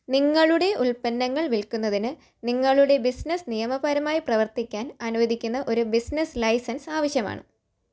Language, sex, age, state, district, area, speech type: Malayalam, female, 18-30, Kerala, Thiruvananthapuram, urban, read